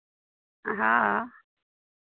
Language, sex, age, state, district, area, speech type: Maithili, female, 45-60, Bihar, Madhepura, rural, conversation